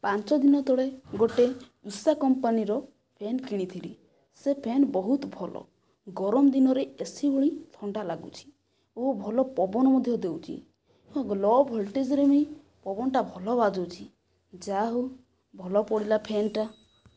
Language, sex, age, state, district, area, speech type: Odia, female, 45-60, Odisha, Kandhamal, rural, spontaneous